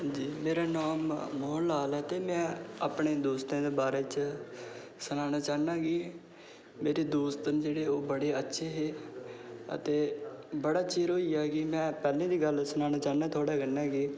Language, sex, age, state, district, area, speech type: Dogri, male, 18-30, Jammu and Kashmir, Udhampur, rural, spontaneous